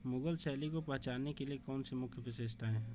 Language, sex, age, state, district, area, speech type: Hindi, male, 30-45, Uttar Pradesh, Azamgarh, rural, read